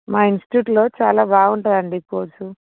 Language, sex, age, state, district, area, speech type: Telugu, female, 45-60, Andhra Pradesh, Visakhapatnam, urban, conversation